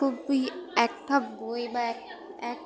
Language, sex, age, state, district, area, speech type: Bengali, female, 18-30, West Bengal, Purba Bardhaman, urban, spontaneous